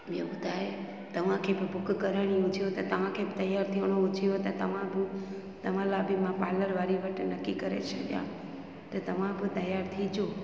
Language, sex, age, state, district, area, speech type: Sindhi, female, 45-60, Gujarat, Junagadh, urban, spontaneous